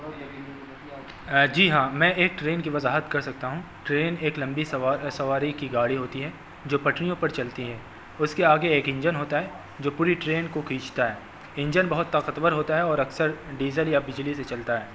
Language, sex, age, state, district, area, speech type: Urdu, male, 18-30, Uttar Pradesh, Azamgarh, urban, spontaneous